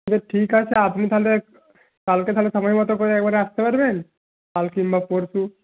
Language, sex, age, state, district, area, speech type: Bengali, male, 18-30, West Bengal, North 24 Parganas, rural, conversation